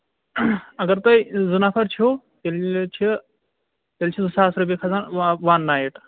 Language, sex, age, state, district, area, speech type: Kashmiri, male, 45-60, Jammu and Kashmir, Kulgam, rural, conversation